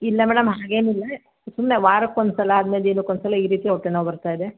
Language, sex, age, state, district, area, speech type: Kannada, female, 45-60, Karnataka, Mandya, rural, conversation